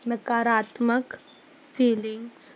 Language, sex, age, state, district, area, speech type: Sindhi, female, 18-30, Rajasthan, Ajmer, urban, spontaneous